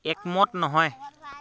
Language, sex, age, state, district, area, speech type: Assamese, male, 45-60, Assam, Dhemaji, rural, read